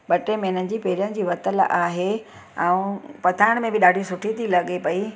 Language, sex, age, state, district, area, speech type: Sindhi, female, 45-60, Gujarat, Surat, urban, spontaneous